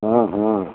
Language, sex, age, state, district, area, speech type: Hindi, male, 45-60, Uttar Pradesh, Jaunpur, rural, conversation